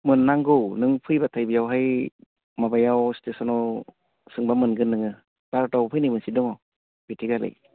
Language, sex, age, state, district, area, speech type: Bodo, male, 30-45, Assam, Udalguri, rural, conversation